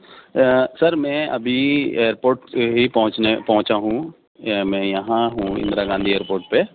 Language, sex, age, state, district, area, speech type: Urdu, male, 18-30, Delhi, Central Delhi, urban, conversation